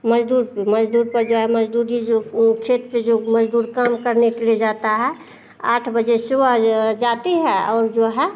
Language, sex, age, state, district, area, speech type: Hindi, female, 45-60, Bihar, Madhepura, rural, spontaneous